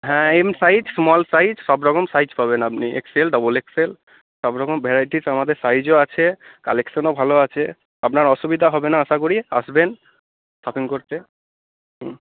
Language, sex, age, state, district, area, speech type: Bengali, male, 18-30, West Bengal, Murshidabad, urban, conversation